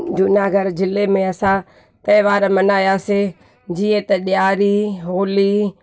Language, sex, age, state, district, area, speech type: Sindhi, female, 30-45, Gujarat, Junagadh, urban, spontaneous